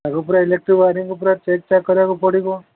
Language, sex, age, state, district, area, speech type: Odia, male, 30-45, Odisha, Sundergarh, urban, conversation